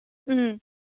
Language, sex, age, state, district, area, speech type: Manipuri, female, 18-30, Manipur, Kangpokpi, urban, conversation